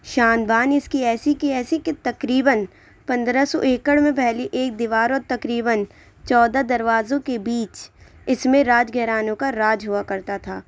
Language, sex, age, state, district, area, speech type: Urdu, female, 18-30, Delhi, Central Delhi, urban, spontaneous